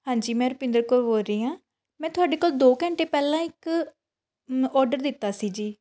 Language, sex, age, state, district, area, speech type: Punjabi, female, 18-30, Punjab, Shaheed Bhagat Singh Nagar, rural, spontaneous